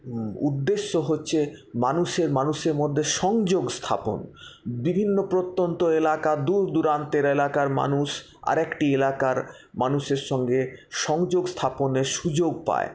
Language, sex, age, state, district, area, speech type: Bengali, male, 45-60, West Bengal, Paschim Bardhaman, urban, spontaneous